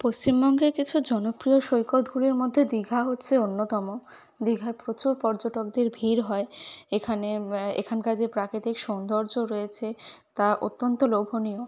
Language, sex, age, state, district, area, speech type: Bengali, female, 18-30, West Bengal, Kolkata, urban, spontaneous